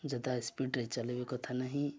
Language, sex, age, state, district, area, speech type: Odia, male, 45-60, Odisha, Nuapada, rural, spontaneous